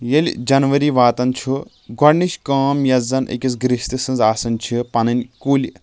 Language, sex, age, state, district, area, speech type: Kashmiri, male, 18-30, Jammu and Kashmir, Anantnag, rural, spontaneous